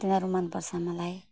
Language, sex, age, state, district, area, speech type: Nepali, female, 45-60, West Bengal, Alipurduar, urban, spontaneous